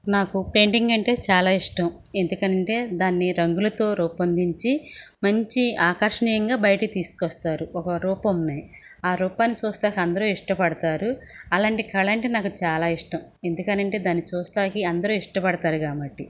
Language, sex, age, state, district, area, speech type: Telugu, female, 45-60, Andhra Pradesh, Krishna, rural, spontaneous